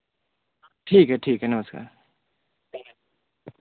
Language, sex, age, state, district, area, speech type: Hindi, male, 18-30, Uttar Pradesh, Varanasi, rural, conversation